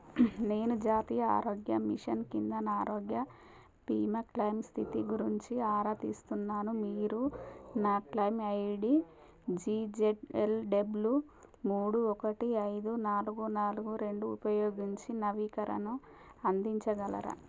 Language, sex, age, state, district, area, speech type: Telugu, female, 30-45, Telangana, Warangal, rural, read